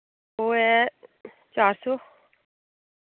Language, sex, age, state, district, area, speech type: Dogri, female, 30-45, Jammu and Kashmir, Udhampur, rural, conversation